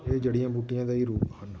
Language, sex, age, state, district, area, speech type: Punjabi, male, 45-60, Punjab, Fatehgarh Sahib, urban, spontaneous